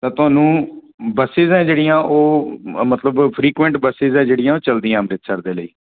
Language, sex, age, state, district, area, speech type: Punjabi, male, 45-60, Punjab, Patiala, urban, conversation